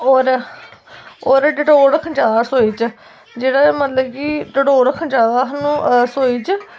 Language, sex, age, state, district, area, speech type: Dogri, female, 18-30, Jammu and Kashmir, Kathua, rural, spontaneous